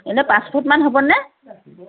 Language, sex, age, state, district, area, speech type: Assamese, female, 45-60, Assam, Sivasagar, urban, conversation